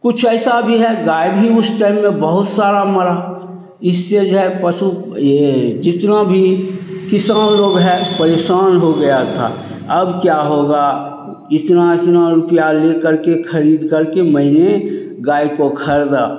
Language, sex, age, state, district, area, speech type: Hindi, male, 60+, Bihar, Begusarai, rural, spontaneous